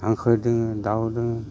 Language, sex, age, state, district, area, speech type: Bodo, male, 60+, Assam, Udalguri, rural, spontaneous